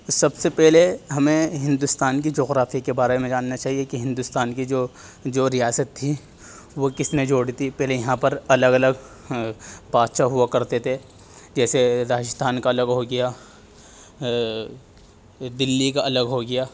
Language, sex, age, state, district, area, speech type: Urdu, male, 18-30, Delhi, East Delhi, rural, spontaneous